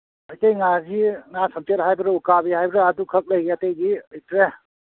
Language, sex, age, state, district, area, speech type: Manipuri, male, 60+, Manipur, Kakching, rural, conversation